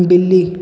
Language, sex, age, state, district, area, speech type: Hindi, male, 18-30, Uttar Pradesh, Sonbhadra, rural, read